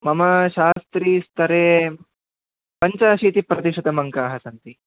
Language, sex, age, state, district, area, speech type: Sanskrit, male, 18-30, Karnataka, Chikkamagaluru, rural, conversation